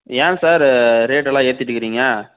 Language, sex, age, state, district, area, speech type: Tamil, male, 18-30, Tamil Nadu, Krishnagiri, rural, conversation